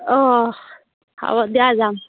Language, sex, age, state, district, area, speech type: Assamese, female, 18-30, Assam, Darrang, rural, conversation